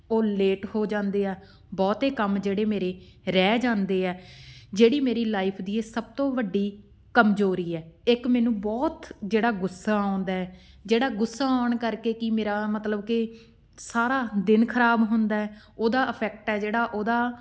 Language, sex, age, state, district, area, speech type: Punjabi, female, 30-45, Punjab, Patiala, rural, spontaneous